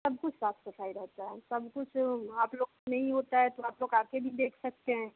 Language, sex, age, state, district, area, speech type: Hindi, female, 18-30, Bihar, Muzaffarpur, urban, conversation